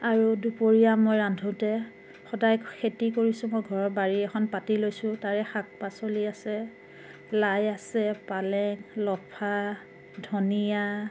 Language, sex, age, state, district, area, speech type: Assamese, female, 30-45, Assam, Biswanath, rural, spontaneous